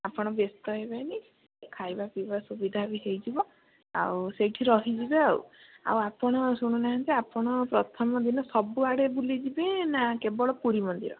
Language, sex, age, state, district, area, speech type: Odia, female, 18-30, Odisha, Bhadrak, rural, conversation